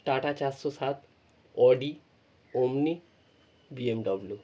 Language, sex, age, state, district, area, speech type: Bengali, male, 45-60, West Bengal, North 24 Parganas, urban, spontaneous